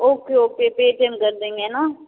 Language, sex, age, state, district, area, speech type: Hindi, female, 45-60, Rajasthan, Jodhpur, urban, conversation